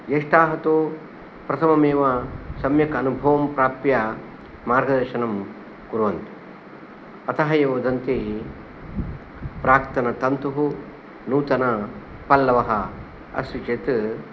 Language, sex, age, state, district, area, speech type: Sanskrit, male, 60+, Karnataka, Udupi, rural, spontaneous